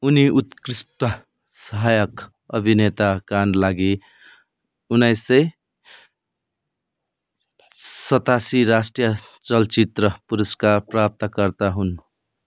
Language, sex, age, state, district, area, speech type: Nepali, male, 30-45, West Bengal, Darjeeling, rural, read